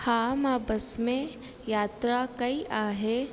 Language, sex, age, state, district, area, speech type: Sindhi, female, 18-30, Rajasthan, Ajmer, urban, spontaneous